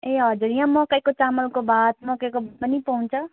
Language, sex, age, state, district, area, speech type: Nepali, female, 18-30, West Bengal, Kalimpong, rural, conversation